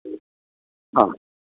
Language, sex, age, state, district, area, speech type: Malayalam, male, 45-60, Kerala, Idukki, rural, conversation